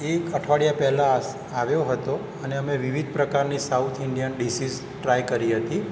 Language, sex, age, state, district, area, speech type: Gujarati, male, 60+, Gujarat, Surat, urban, spontaneous